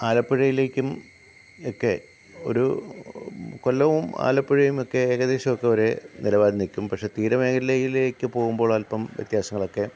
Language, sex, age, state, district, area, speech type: Malayalam, male, 45-60, Kerala, Kollam, rural, spontaneous